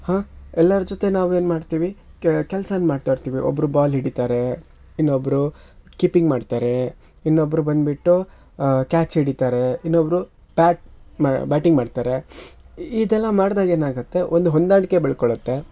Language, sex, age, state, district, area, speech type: Kannada, male, 18-30, Karnataka, Shimoga, rural, spontaneous